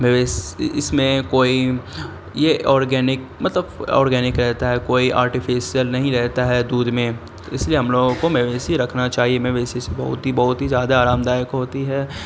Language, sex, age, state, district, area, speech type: Urdu, male, 18-30, Bihar, Saharsa, rural, spontaneous